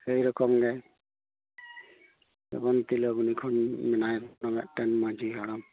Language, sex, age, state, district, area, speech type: Santali, male, 45-60, West Bengal, Bankura, rural, conversation